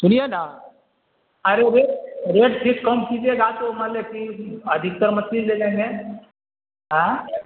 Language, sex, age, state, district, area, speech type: Urdu, male, 60+, Bihar, Supaul, rural, conversation